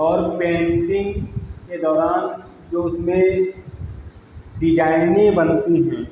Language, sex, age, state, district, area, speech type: Hindi, male, 45-60, Uttar Pradesh, Lucknow, rural, spontaneous